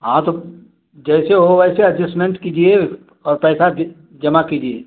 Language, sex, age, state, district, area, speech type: Hindi, male, 60+, Uttar Pradesh, Mau, rural, conversation